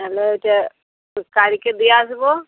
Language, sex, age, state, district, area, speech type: Bengali, female, 30-45, West Bengal, Uttar Dinajpur, rural, conversation